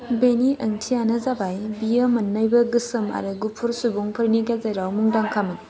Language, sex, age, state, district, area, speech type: Bodo, female, 18-30, Assam, Kokrajhar, rural, read